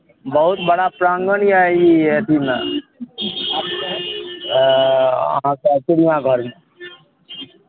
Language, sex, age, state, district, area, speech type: Maithili, male, 60+, Bihar, Araria, urban, conversation